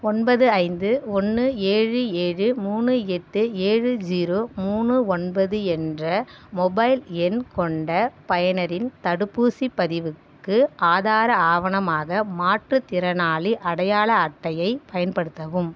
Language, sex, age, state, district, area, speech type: Tamil, female, 30-45, Tamil Nadu, Viluppuram, rural, read